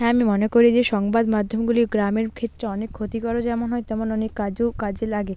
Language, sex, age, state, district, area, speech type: Bengali, female, 30-45, West Bengal, Purba Medinipur, rural, spontaneous